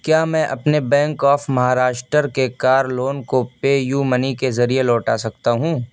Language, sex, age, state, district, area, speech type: Urdu, male, 18-30, Uttar Pradesh, Siddharthnagar, rural, read